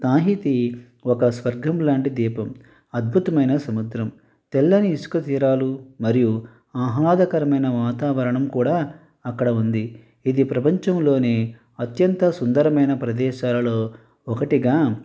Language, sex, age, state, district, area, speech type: Telugu, male, 30-45, Andhra Pradesh, Konaseema, rural, spontaneous